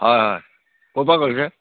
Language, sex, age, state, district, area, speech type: Assamese, male, 45-60, Assam, Sivasagar, rural, conversation